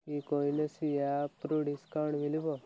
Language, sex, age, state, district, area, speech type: Odia, male, 18-30, Odisha, Malkangiri, urban, spontaneous